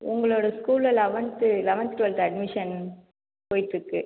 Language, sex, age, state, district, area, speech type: Tamil, female, 18-30, Tamil Nadu, Viluppuram, rural, conversation